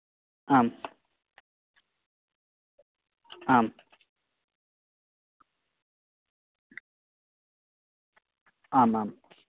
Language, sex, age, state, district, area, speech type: Sanskrit, male, 30-45, Karnataka, Dakshina Kannada, rural, conversation